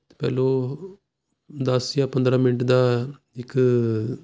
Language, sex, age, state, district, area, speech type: Punjabi, male, 30-45, Punjab, Jalandhar, urban, spontaneous